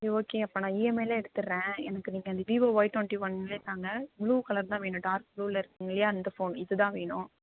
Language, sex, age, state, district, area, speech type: Tamil, female, 18-30, Tamil Nadu, Tiruvarur, rural, conversation